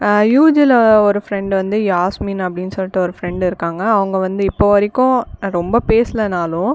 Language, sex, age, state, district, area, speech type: Tamil, female, 45-60, Tamil Nadu, Viluppuram, urban, spontaneous